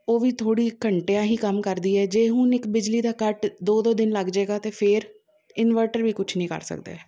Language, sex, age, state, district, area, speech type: Punjabi, female, 30-45, Punjab, Amritsar, urban, spontaneous